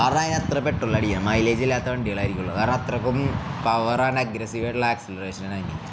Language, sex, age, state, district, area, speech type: Malayalam, male, 18-30, Kerala, Palakkad, rural, spontaneous